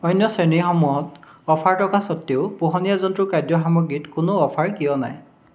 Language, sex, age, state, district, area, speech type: Assamese, male, 30-45, Assam, Dibrugarh, rural, read